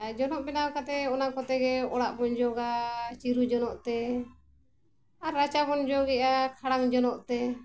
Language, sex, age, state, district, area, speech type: Santali, female, 45-60, Jharkhand, Bokaro, rural, spontaneous